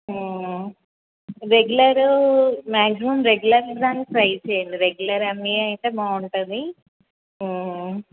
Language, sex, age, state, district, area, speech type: Telugu, female, 30-45, Andhra Pradesh, Anakapalli, urban, conversation